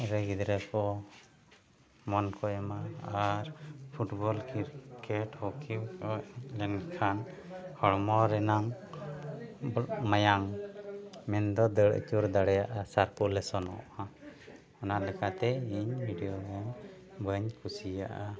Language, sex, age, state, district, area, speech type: Santali, male, 30-45, Odisha, Mayurbhanj, rural, spontaneous